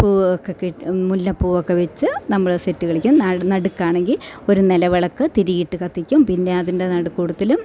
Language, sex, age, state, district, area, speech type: Malayalam, female, 45-60, Kerala, Thiruvananthapuram, rural, spontaneous